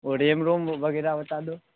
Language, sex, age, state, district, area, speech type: Hindi, male, 18-30, Bihar, Darbhanga, rural, conversation